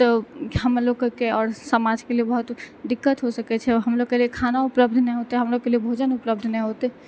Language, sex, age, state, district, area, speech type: Maithili, female, 18-30, Bihar, Purnia, rural, spontaneous